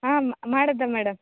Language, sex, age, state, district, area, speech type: Kannada, female, 18-30, Karnataka, Kodagu, rural, conversation